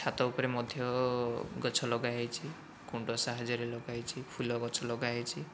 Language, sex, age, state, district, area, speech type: Odia, male, 45-60, Odisha, Kandhamal, rural, spontaneous